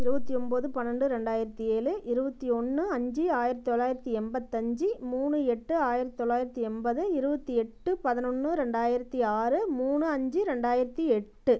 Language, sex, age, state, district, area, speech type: Tamil, female, 45-60, Tamil Nadu, Namakkal, rural, spontaneous